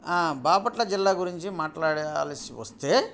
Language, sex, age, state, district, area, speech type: Telugu, male, 45-60, Andhra Pradesh, Bapatla, urban, spontaneous